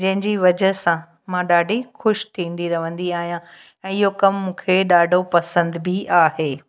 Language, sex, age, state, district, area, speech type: Sindhi, female, 45-60, Gujarat, Kutch, rural, spontaneous